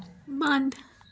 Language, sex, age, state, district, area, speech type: Kashmiri, female, 18-30, Jammu and Kashmir, Srinagar, rural, read